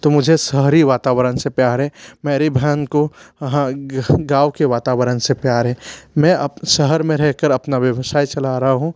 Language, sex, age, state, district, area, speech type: Hindi, male, 60+, Madhya Pradesh, Bhopal, urban, spontaneous